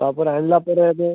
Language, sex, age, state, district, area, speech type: Odia, male, 18-30, Odisha, Malkangiri, urban, conversation